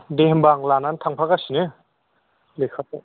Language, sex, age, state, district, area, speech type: Bodo, male, 18-30, Assam, Kokrajhar, rural, conversation